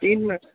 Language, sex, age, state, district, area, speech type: Urdu, male, 30-45, Uttar Pradesh, Gautam Buddha Nagar, urban, conversation